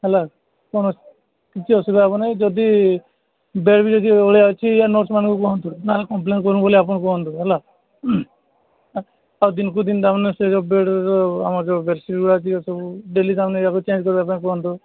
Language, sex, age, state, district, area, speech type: Odia, male, 30-45, Odisha, Sambalpur, rural, conversation